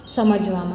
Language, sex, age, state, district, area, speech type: Gujarati, female, 18-30, Gujarat, Surat, rural, spontaneous